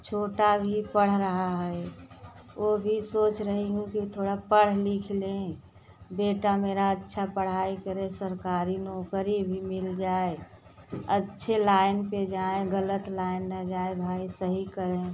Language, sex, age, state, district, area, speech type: Hindi, female, 45-60, Uttar Pradesh, Prayagraj, urban, spontaneous